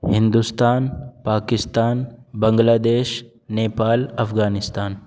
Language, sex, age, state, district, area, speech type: Urdu, male, 18-30, Delhi, North West Delhi, urban, spontaneous